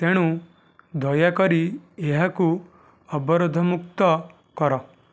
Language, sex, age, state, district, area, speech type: Odia, male, 18-30, Odisha, Jajpur, rural, read